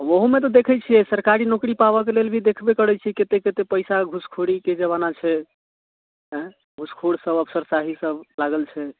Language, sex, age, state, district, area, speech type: Maithili, male, 30-45, Bihar, Muzaffarpur, urban, conversation